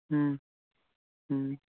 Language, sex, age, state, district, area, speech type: Manipuri, female, 60+, Manipur, Imphal East, rural, conversation